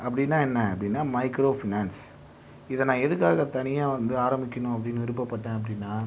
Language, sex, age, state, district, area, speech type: Tamil, male, 30-45, Tamil Nadu, Viluppuram, urban, spontaneous